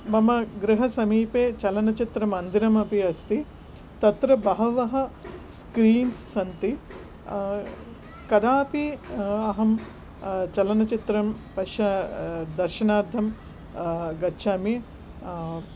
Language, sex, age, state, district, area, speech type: Sanskrit, female, 45-60, Andhra Pradesh, Krishna, urban, spontaneous